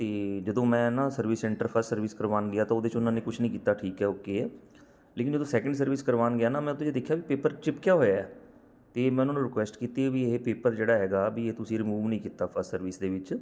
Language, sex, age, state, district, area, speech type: Punjabi, male, 45-60, Punjab, Patiala, urban, spontaneous